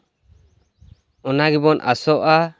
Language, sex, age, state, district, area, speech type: Santali, male, 18-30, West Bengal, Purulia, rural, spontaneous